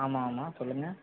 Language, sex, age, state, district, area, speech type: Tamil, male, 18-30, Tamil Nadu, Erode, rural, conversation